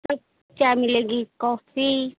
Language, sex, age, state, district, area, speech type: Hindi, female, 45-60, Uttar Pradesh, Lucknow, rural, conversation